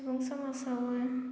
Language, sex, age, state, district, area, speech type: Bodo, female, 18-30, Assam, Baksa, rural, spontaneous